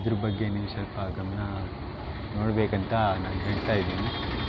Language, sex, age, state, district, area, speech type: Kannada, male, 30-45, Karnataka, Shimoga, rural, spontaneous